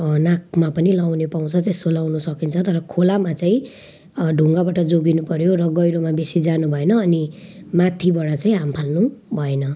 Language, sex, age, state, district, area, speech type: Nepali, female, 30-45, West Bengal, Jalpaiguri, rural, spontaneous